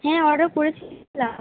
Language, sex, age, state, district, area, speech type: Bengali, female, 18-30, West Bengal, Purba Bardhaman, urban, conversation